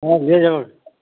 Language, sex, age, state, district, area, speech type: Bengali, male, 60+, West Bengal, Uttar Dinajpur, urban, conversation